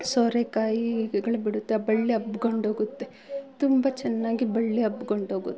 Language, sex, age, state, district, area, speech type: Kannada, female, 18-30, Karnataka, Bangalore Rural, rural, spontaneous